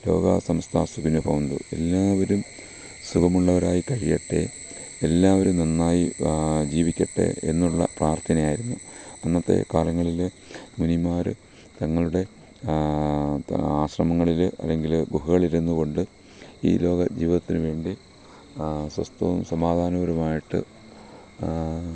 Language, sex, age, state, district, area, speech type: Malayalam, male, 45-60, Kerala, Kollam, rural, spontaneous